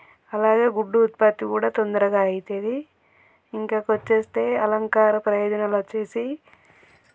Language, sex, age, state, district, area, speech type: Telugu, female, 30-45, Telangana, Peddapalli, urban, spontaneous